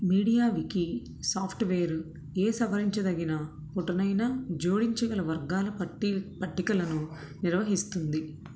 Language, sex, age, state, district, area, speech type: Telugu, female, 30-45, Andhra Pradesh, Krishna, urban, read